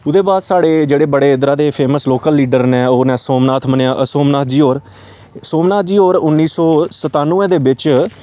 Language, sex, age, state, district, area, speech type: Dogri, male, 18-30, Jammu and Kashmir, Samba, rural, spontaneous